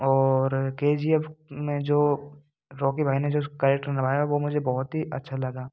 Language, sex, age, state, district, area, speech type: Hindi, male, 18-30, Rajasthan, Bharatpur, rural, spontaneous